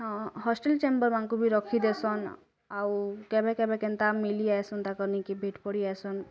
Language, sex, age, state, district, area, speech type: Odia, female, 18-30, Odisha, Bargarh, rural, spontaneous